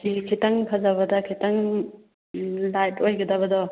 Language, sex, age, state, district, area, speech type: Manipuri, female, 45-60, Manipur, Churachandpur, rural, conversation